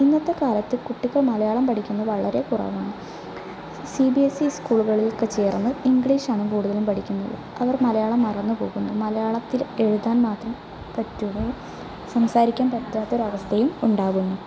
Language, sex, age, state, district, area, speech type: Malayalam, female, 30-45, Kerala, Malappuram, rural, spontaneous